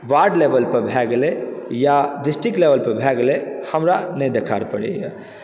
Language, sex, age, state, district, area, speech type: Maithili, male, 30-45, Bihar, Supaul, urban, spontaneous